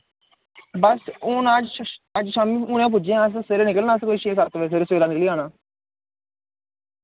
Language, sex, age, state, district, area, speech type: Dogri, male, 18-30, Jammu and Kashmir, Reasi, rural, conversation